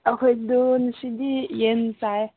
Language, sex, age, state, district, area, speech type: Manipuri, female, 18-30, Manipur, Senapati, urban, conversation